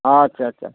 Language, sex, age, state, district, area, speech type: Bengali, male, 60+, West Bengal, Howrah, urban, conversation